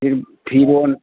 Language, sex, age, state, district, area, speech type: Manipuri, male, 60+, Manipur, Imphal East, rural, conversation